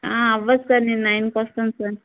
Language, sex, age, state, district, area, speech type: Telugu, female, 30-45, Andhra Pradesh, Vizianagaram, rural, conversation